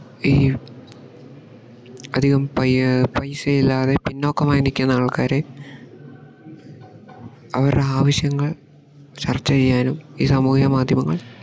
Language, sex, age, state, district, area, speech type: Malayalam, male, 18-30, Kerala, Idukki, rural, spontaneous